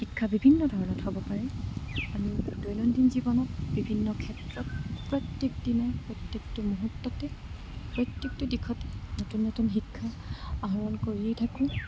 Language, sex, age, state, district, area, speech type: Assamese, female, 30-45, Assam, Morigaon, rural, spontaneous